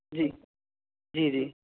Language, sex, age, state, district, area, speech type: Urdu, male, 18-30, Delhi, South Delhi, urban, conversation